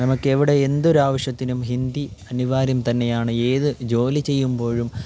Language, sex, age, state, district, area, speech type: Malayalam, male, 18-30, Kerala, Kasaragod, urban, spontaneous